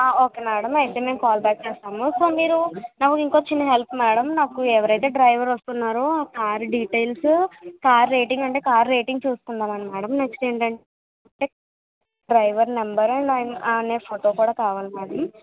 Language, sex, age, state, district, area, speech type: Telugu, female, 60+, Andhra Pradesh, Kakinada, rural, conversation